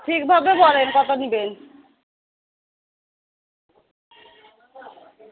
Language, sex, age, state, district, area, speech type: Bengali, female, 18-30, West Bengal, Murshidabad, rural, conversation